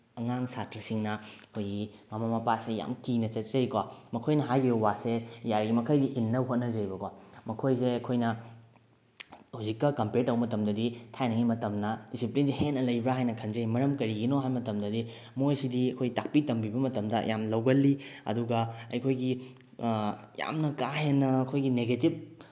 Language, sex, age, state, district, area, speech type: Manipuri, male, 18-30, Manipur, Bishnupur, rural, spontaneous